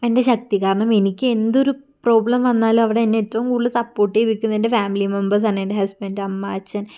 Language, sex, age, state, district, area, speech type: Malayalam, female, 18-30, Kerala, Kozhikode, rural, spontaneous